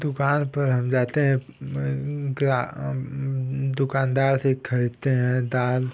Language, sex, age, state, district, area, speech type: Hindi, male, 18-30, Uttar Pradesh, Ghazipur, rural, spontaneous